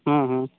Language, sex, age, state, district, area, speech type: Hindi, male, 18-30, Bihar, Begusarai, rural, conversation